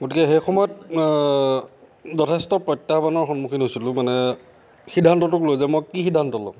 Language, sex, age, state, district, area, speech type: Assamese, male, 45-60, Assam, Lakhimpur, rural, spontaneous